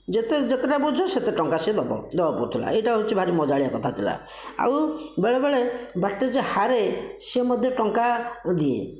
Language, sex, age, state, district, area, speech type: Odia, male, 30-45, Odisha, Bhadrak, rural, spontaneous